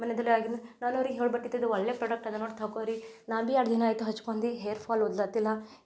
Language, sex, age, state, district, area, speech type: Kannada, female, 18-30, Karnataka, Bidar, urban, spontaneous